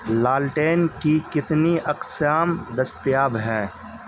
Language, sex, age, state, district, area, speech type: Urdu, male, 30-45, Bihar, Supaul, rural, read